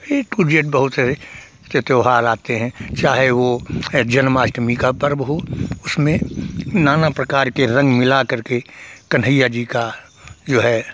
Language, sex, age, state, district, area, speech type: Hindi, male, 60+, Uttar Pradesh, Hardoi, rural, spontaneous